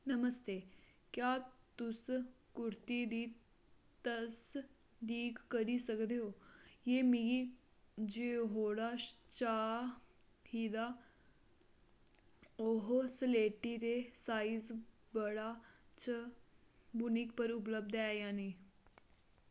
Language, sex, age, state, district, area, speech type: Dogri, female, 30-45, Jammu and Kashmir, Kathua, rural, read